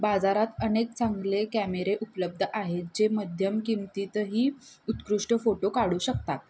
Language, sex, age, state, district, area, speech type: Marathi, female, 18-30, Maharashtra, Kolhapur, urban, spontaneous